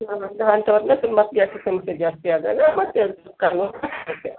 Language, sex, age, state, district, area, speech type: Kannada, female, 60+, Karnataka, Shimoga, rural, conversation